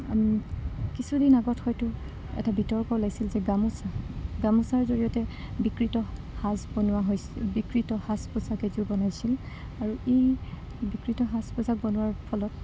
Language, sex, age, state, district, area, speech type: Assamese, female, 30-45, Assam, Morigaon, rural, spontaneous